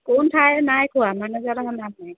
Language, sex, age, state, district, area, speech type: Assamese, female, 45-60, Assam, Golaghat, urban, conversation